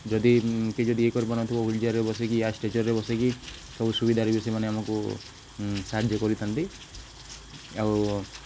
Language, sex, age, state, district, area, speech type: Odia, male, 18-30, Odisha, Nuapada, urban, spontaneous